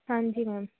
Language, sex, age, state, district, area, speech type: Hindi, female, 30-45, Madhya Pradesh, Jabalpur, urban, conversation